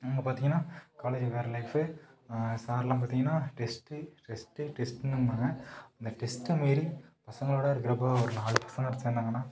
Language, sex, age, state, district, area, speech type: Tamil, male, 18-30, Tamil Nadu, Nagapattinam, rural, spontaneous